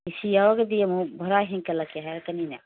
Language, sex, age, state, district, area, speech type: Manipuri, female, 60+, Manipur, Imphal East, rural, conversation